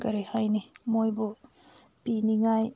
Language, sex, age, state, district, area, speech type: Manipuri, female, 30-45, Manipur, Senapati, urban, spontaneous